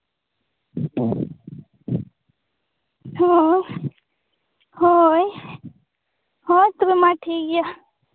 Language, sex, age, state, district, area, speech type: Santali, female, 18-30, Jharkhand, Seraikela Kharsawan, rural, conversation